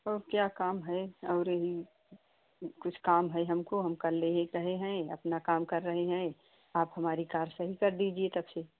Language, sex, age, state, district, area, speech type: Hindi, female, 45-60, Uttar Pradesh, Jaunpur, rural, conversation